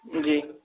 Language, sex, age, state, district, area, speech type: Maithili, male, 45-60, Bihar, Sitamarhi, urban, conversation